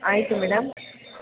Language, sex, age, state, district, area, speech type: Kannada, female, 18-30, Karnataka, Mysore, urban, conversation